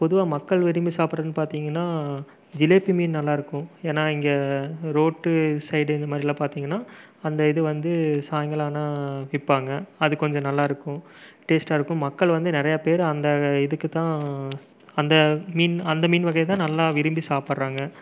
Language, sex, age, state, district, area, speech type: Tamil, male, 30-45, Tamil Nadu, Erode, rural, spontaneous